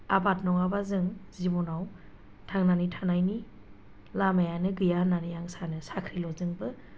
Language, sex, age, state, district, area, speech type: Bodo, female, 30-45, Assam, Chirang, rural, spontaneous